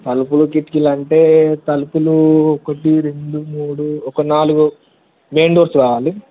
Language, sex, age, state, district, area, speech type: Telugu, male, 18-30, Telangana, Mahabubabad, urban, conversation